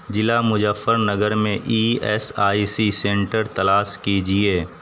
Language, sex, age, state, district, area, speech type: Urdu, male, 18-30, Bihar, Saharsa, urban, read